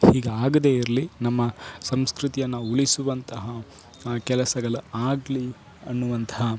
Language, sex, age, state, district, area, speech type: Kannada, male, 18-30, Karnataka, Dakshina Kannada, rural, spontaneous